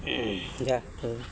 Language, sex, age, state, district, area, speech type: Assamese, male, 60+, Assam, Udalguri, rural, spontaneous